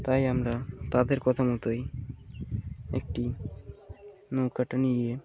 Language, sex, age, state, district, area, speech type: Bengali, male, 18-30, West Bengal, Birbhum, urban, spontaneous